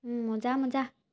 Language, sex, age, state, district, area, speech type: Assamese, female, 18-30, Assam, Charaideo, urban, spontaneous